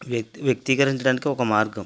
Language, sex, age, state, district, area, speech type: Telugu, male, 45-60, Andhra Pradesh, West Godavari, rural, spontaneous